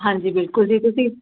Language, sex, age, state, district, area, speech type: Punjabi, female, 30-45, Punjab, Mohali, urban, conversation